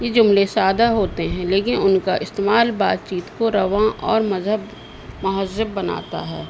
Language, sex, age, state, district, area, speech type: Urdu, female, 60+, Uttar Pradesh, Rampur, urban, spontaneous